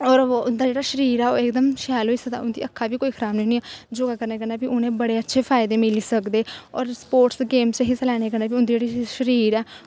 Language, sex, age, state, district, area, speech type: Dogri, female, 18-30, Jammu and Kashmir, Kathua, rural, spontaneous